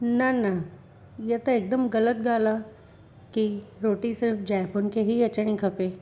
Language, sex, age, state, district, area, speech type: Sindhi, female, 30-45, Gujarat, Surat, urban, spontaneous